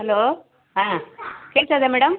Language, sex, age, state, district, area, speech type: Kannada, female, 45-60, Karnataka, Dakshina Kannada, rural, conversation